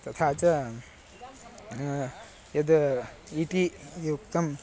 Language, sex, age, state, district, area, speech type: Sanskrit, male, 18-30, Karnataka, Haveri, rural, spontaneous